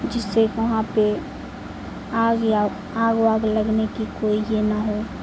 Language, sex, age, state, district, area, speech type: Urdu, female, 18-30, Bihar, Madhubani, rural, spontaneous